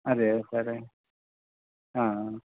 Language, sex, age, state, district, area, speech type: Malayalam, male, 18-30, Kerala, Kasaragod, rural, conversation